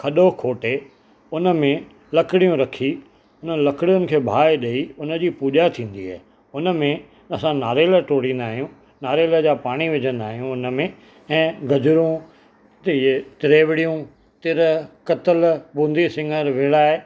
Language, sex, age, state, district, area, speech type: Sindhi, male, 45-60, Maharashtra, Thane, urban, spontaneous